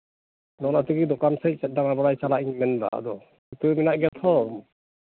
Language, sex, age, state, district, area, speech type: Santali, male, 45-60, West Bengal, Malda, rural, conversation